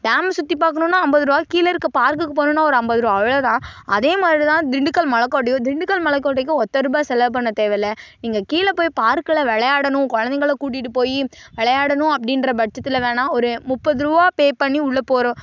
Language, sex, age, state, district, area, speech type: Tamil, female, 18-30, Tamil Nadu, Karur, rural, spontaneous